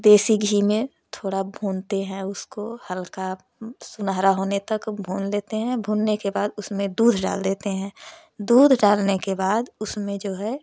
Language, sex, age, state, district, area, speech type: Hindi, female, 30-45, Uttar Pradesh, Prayagraj, urban, spontaneous